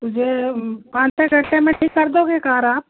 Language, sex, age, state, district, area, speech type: Hindi, female, 60+, Madhya Pradesh, Jabalpur, urban, conversation